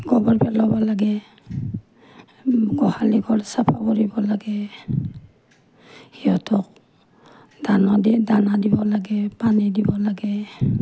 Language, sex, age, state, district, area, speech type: Assamese, female, 60+, Assam, Morigaon, rural, spontaneous